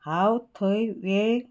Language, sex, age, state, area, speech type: Goan Konkani, female, 45-60, Goa, rural, spontaneous